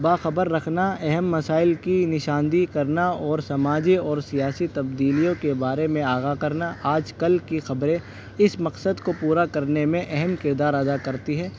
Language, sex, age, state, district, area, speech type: Urdu, male, 18-30, Delhi, North West Delhi, urban, spontaneous